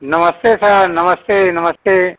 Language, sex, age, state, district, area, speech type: Hindi, male, 60+, Uttar Pradesh, Azamgarh, rural, conversation